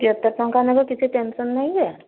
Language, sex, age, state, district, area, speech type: Odia, female, 45-60, Odisha, Mayurbhanj, rural, conversation